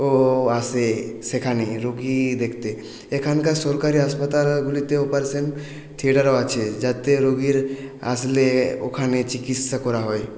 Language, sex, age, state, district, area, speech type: Bengali, male, 18-30, West Bengal, Purulia, urban, spontaneous